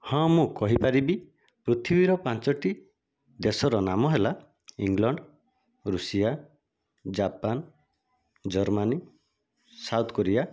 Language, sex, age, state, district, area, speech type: Odia, male, 30-45, Odisha, Nayagarh, rural, spontaneous